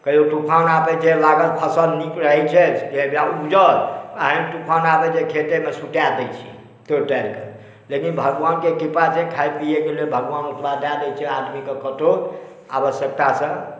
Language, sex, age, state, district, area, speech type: Maithili, male, 45-60, Bihar, Supaul, urban, spontaneous